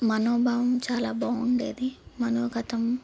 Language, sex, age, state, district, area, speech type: Telugu, female, 18-30, Andhra Pradesh, Palnadu, urban, spontaneous